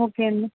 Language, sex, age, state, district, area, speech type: Telugu, female, 45-60, Andhra Pradesh, Vizianagaram, rural, conversation